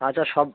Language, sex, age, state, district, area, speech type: Bengali, male, 18-30, West Bengal, Birbhum, urban, conversation